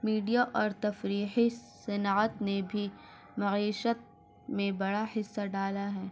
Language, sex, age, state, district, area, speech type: Urdu, female, 18-30, Bihar, Gaya, urban, spontaneous